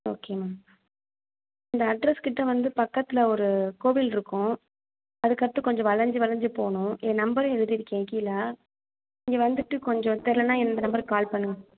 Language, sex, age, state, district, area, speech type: Tamil, female, 18-30, Tamil Nadu, Madurai, rural, conversation